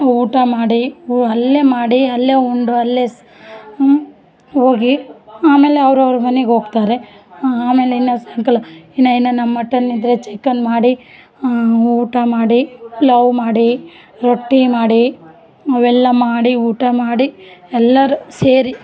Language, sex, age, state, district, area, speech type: Kannada, female, 45-60, Karnataka, Vijayanagara, rural, spontaneous